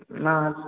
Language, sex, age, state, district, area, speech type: Bengali, male, 18-30, West Bengal, Purulia, urban, conversation